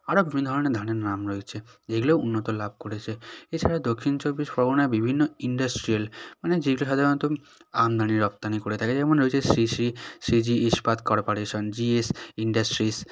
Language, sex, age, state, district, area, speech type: Bengali, male, 18-30, West Bengal, South 24 Parganas, rural, spontaneous